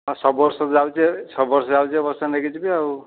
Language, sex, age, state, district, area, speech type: Odia, male, 60+, Odisha, Dhenkanal, rural, conversation